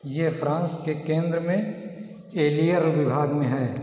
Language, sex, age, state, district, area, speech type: Hindi, male, 60+, Uttar Pradesh, Ayodhya, rural, read